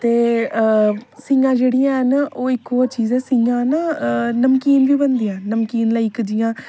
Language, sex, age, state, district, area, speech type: Dogri, female, 18-30, Jammu and Kashmir, Samba, rural, spontaneous